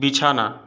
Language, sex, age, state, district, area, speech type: Bengali, male, 18-30, West Bengal, Purulia, urban, read